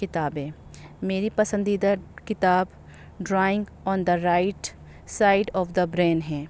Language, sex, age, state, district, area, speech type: Urdu, female, 30-45, Delhi, North East Delhi, urban, spontaneous